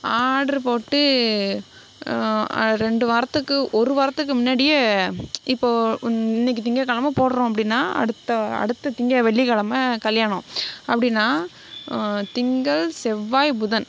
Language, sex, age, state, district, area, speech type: Tamil, female, 60+, Tamil Nadu, Sivaganga, rural, spontaneous